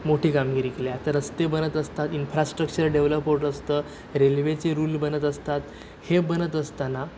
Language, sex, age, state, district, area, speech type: Marathi, male, 18-30, Maharashtra, Sindhudurg, rural, spontaneous